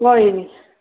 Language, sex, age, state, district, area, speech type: Dogri, female, 45-60, Jammu and Kashmir, Kathua, rural, conversation